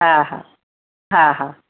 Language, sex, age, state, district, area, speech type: Sindhi, female, 45-60, Maharashtra, Thane, urban, conversation